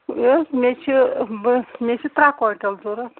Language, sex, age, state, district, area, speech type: Kashmiri, female, 45-60, Jammu and Kashmir, Srinagar, urban, conversation